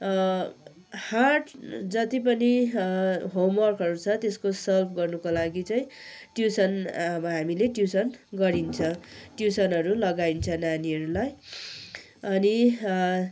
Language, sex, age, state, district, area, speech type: Nepali, female, 30-45, West Bengal, Kalimpong, rural, spontaneous